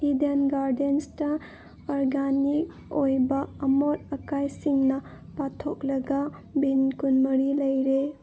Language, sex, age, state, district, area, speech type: Manipuri, female, 30-45, Manipur, Senapati, rural, read